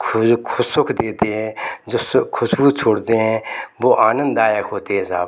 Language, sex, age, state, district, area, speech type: Hindi, male, 60+, Madhya Pradesh, Gwalior, rural, spontaneous